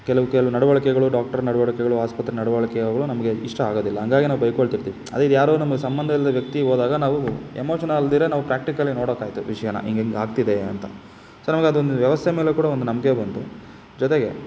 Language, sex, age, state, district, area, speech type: Kannada, male, 30-45, Karnataka, Chikkaballapur, urban, spontaneous